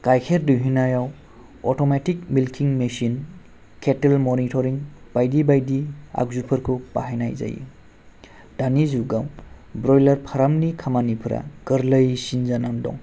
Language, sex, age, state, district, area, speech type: Bodo, male, 18-30, Assam, Chirang, urban, spontaneous